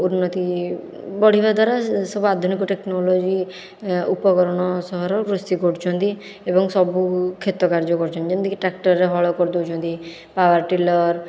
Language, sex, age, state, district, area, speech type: Odia, female, 45-60, Odisha, Khordha, rural, spontaneous